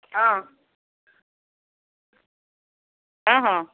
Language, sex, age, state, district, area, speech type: Odia, female, 60+, Odisha, Jharsuguda, rural, conversation